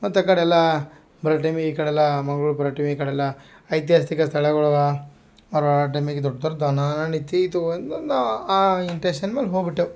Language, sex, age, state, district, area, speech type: Kannada, male, 30-45, Karnataka, Gulbarga, urban, spontaneous